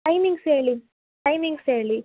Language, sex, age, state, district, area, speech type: Kannada, female, 18-30, Karnataka, Tumkur, urban, conversation